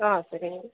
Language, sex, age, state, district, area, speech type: Tamil, female, 30-45, Tamil Nadu, Salem, rural, conversation